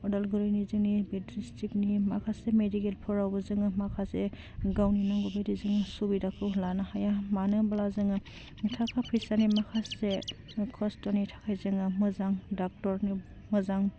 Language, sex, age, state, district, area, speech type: Bodo, female, 18-30, Assam, Udalguri, urban, spontaneous